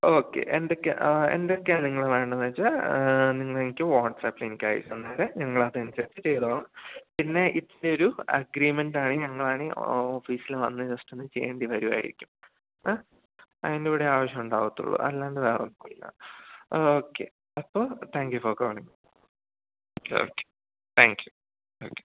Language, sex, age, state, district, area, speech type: Malayalam, male, 18-30, Kerala, Idukki, rural, conversation